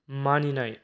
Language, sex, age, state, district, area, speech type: Bodo, male, 18-30, Assam, Kokrajhar, rural, read